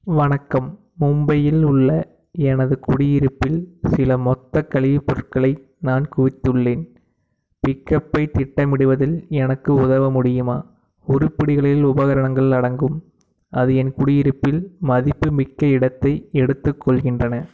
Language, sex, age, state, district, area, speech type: Tamil, male, 18-30, Tamil Nadu, Tiruppur, urban, read